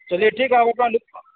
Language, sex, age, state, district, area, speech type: Urdu, male, 30-45, Uttar Pradesh, Gautam Buddha Nagar, urban, conversation